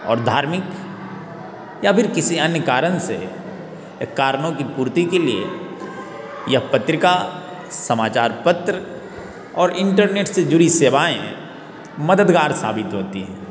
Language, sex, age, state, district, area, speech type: Hindi, male, 18-30, Bihar, Darbhanga, rural, spontaneous